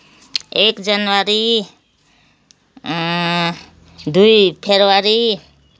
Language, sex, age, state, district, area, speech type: Nepali, female, 60+, West Bengal, Kalimpong, rural, spontaneous